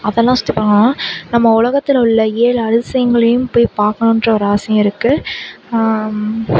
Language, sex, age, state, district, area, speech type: Tamil, female, 18-30, Tamil Nadu, Sivaganga, rural, spontaneous